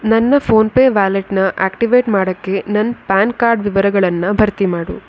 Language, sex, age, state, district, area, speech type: Kannada, female, 18-30, Karnataka, Shimoga, rural, read